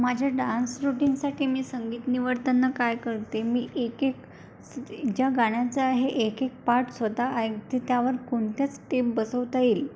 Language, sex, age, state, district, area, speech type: Marathi, female, 18-30, Maharashtra, Amravati, rural, spontaneous